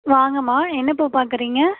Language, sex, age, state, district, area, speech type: Tamil, female, 18-30, Tamil Nadu, Mayiladuthurai, rural, conversation